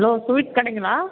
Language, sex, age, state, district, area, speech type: Tamil, female, 45-60, Tamil Nadu, Salem, rural, conversation